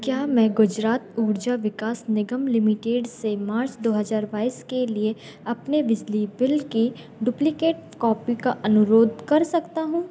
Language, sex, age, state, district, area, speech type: Hindi, female, 18-30, Madhya Pradesh, Narsinghpur, rural, read